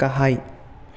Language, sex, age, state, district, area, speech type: Bodo, male, 18-30, Assam, Chirang, rural, read